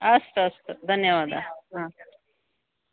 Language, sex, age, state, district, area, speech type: Sanskrit, female, 45-60, Karnataka, Bangalore Urban, urban, conversation